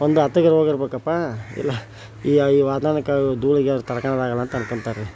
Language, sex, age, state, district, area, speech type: Kannada, male, 30-45, Karnataka, Koppal, rural, spontaneous